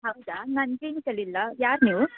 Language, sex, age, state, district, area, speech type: Kannada, female, 18-30, Karnataka, Mysore, urban, conversation